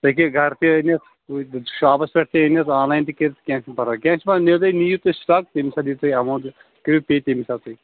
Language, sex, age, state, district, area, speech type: Kashmiri, male, 30-45, Jammu and Kashmir, Kulgam, rural, conversation